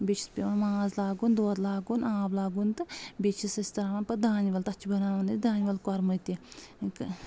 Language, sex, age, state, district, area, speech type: Kashmiri, female, 30-45, Jammu and Kashmir, Anantnag, rural, spontaneous